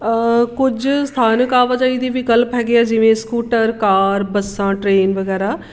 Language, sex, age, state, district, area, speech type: Punjabi, female, 45-60, Punjab, Shaheed Bhagat Singh Nagar, urban, spontaneous